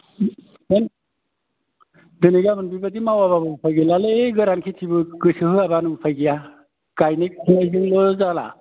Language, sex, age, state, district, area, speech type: Bodo, male, 60+, Assam, Udalguri, rural, conversation